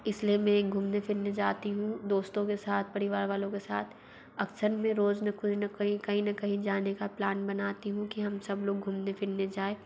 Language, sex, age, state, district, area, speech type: Hindi, female, 45-60, Madhya Pradesh, Bhopal, urban, spontaneous